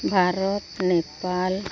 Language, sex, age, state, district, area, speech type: Santali, female, 45-60, Jharkhand, East Singhbhum, rural, spontaneous